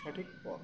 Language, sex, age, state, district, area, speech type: Bengali, male, 18-30, West Bengal, Uttar Dinajpur, urban, spontaneous